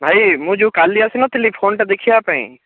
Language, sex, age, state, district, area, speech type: Odia, male, 45-60, Odisha, Bhadrak, rural, conversation